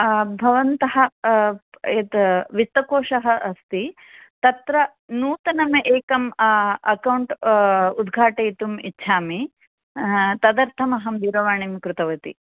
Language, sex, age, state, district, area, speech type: Sanskrit, female, 45-60, Andhra Pradesh, Kurnool, urban, conversation